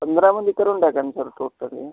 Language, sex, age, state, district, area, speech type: Marathi, male, 30-45, Maharashtra, Washim, urban, conversation